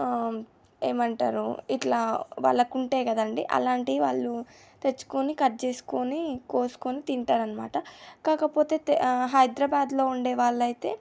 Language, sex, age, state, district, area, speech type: Telugu, female, 18-30, Telangana, Medchal, urban, spontaneous